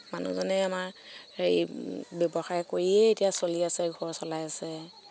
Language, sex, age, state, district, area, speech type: Assamese, female, 30-45, Assam, Sivasagar, rural, spontaneous